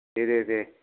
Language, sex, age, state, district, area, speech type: Bodo, male, 45-60, Assam, Chirang, rural, conversation